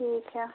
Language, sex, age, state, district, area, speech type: Hindi, female, 30-45, Uttar Pradesh, Jaunpur, rural, conversation